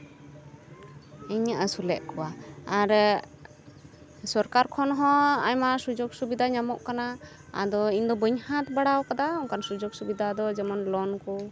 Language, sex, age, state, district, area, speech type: Santali, female, 18-30, West Bengal, Uttar Dinajpur, rural, spontaneous